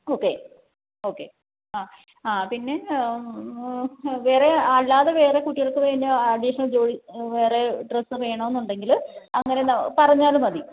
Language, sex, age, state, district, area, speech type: Malayalam, female, 30-45, Kerala, Alappuzha, rural, conversation